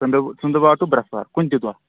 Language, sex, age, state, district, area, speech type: Kashmiri, male, 18-30, Jammu and Kashmir, Kulgam, rural, conversation